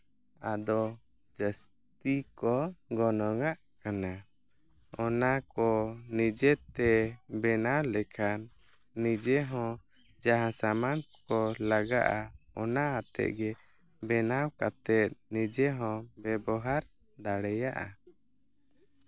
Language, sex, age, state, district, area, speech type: Santali, male, 30-45, Jharkhand, East Singhbhum, rural, spontaneous